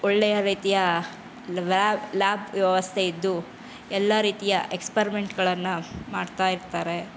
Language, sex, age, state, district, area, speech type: Kannada, female, 30-45, Karnataka, Chamarajanagar, rural, spontaneous